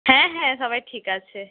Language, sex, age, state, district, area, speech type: Bengali, female, 60+, West Bengal, Purulia, rural, conversation